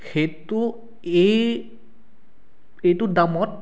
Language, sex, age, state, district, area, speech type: Assamese, male, 18-30, Assam, Sonitpur, rural, spontaneous